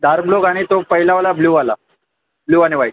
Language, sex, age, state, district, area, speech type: Marathi, male, 18-30, Maharashtra, Thane, urban, conversation